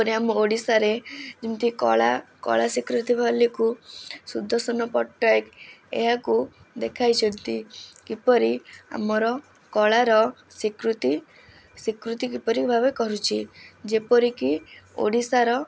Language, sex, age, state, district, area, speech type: Odia, female, 18-30, Odisha, Kendrapara, urban, spontaneous